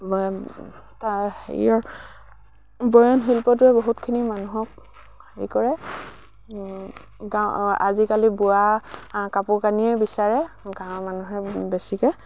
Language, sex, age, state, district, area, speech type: Assamese, female, 60+, Assam, Dibrugarh, rural, spontaneous